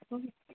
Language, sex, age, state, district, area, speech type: Assamese, female, 60+, Assam, Charaideo, urban, conversation